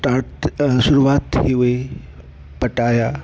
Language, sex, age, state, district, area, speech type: Sindhi, male, 60+, Delhi, South Delhi, urban, spontaneous